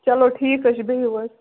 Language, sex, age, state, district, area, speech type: Kashmiri, female, 30-45, Jammu and Kashmir, Bandipora, rural, conversation